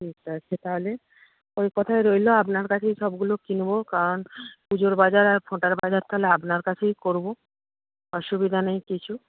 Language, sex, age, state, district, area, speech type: Bengali, female, 30-45, West Bengal, Purba Medinipur, rural, conversation